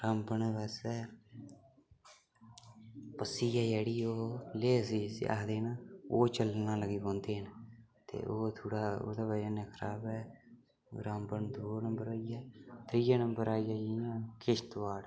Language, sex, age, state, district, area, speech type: Dogri, male, 18-30, Jammu and Kashmir, Udhampur, rural, spontaneous